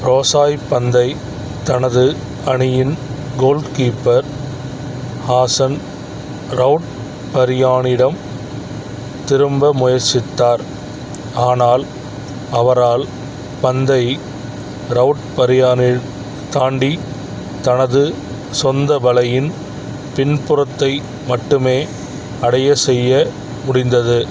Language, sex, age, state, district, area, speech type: Tamil, male, 45-60, Tamil Nadu, Madurai, rural, read